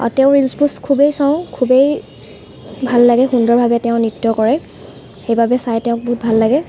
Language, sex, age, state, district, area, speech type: Assamese, female, 18-30, Assam, Sivasagar, urban, spontaneous